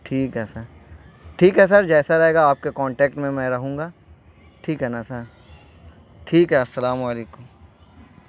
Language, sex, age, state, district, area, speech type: Urdu, male, 18-30, Bihar, Gaya, urban, spontaneous